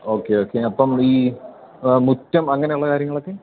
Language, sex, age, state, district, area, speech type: Malayalam, male, 18-30, Kerala, Idukki, rural, conversation